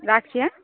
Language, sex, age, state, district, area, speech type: Bengali, female, 30-45, West Bengal, Uttar Dinajpur, urban, conversation